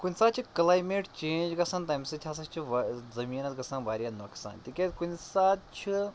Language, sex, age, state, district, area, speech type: Kashmiri, male, 30-45, Jammu and Kashmir, Pulwama, rural, spontaneous